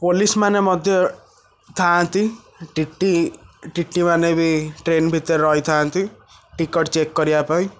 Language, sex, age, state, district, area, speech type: Odia, male, 18-30, Odisha, Cuttack, urban, spontaneous